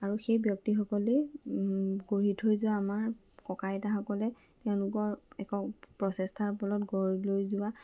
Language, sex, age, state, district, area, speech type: Assamese, female, 18-30, Assam, Lakhimpur, rural, spontaneous